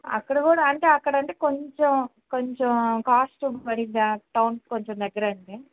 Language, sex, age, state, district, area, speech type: Telugu, female, 18-30, Andhra Pradesh, Bapatla, urban, conversation